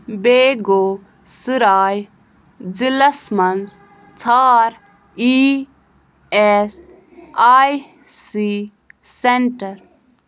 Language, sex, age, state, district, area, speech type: Kashmiri, female, 18-30, Jammu and Kashmir, Bandipora, rural, read